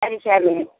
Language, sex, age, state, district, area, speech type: Tamil, female, 60+, Tamil Nadu, Madurai, rural, conversation